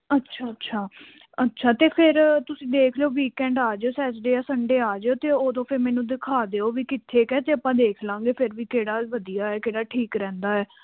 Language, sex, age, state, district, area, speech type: Punjabi, female, 18-30, Punjab, Patiala, rural, conversation